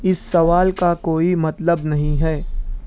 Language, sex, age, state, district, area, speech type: Urdu, male, 18-30, Maharashtra, Nashik, rural, read